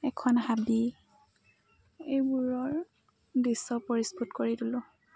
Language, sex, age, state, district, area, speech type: Assamese, female, 18-30, Assam, Lakhimpur, rural, spontaneous